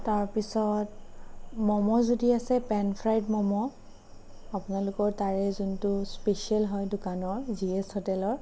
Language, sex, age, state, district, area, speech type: Assamese, female, 18-30, Assam, Sonitpur, urban, spontaneous